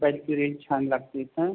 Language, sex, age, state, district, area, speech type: Marathi, other, 30-45, Maharashtra, Buldhana, urban, conversation